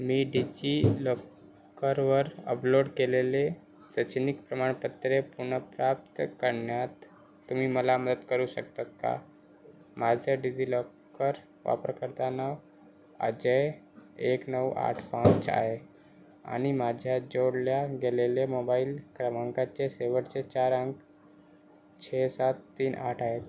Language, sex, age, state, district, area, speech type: Marathi, male, 30-45, Maharashtra, Thane, urban, read